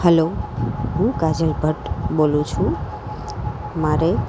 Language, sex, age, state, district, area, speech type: Gujarati, female, 30-45, Gujarat, Kheda, urban, spontaneous